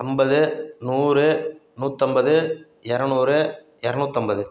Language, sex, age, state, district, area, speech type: Tamil, male, 30-45, Tamil Nadu, Salem, urban, spontaneous